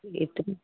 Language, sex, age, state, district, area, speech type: Sindhi, female, 60+, Gujarat, Surat, urban, conversation